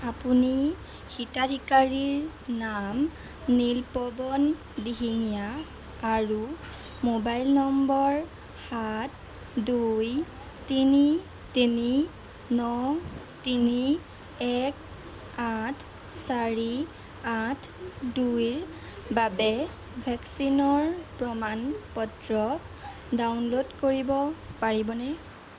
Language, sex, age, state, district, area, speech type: Assamese, female, 18-30, Assam, Jorhat, urban, read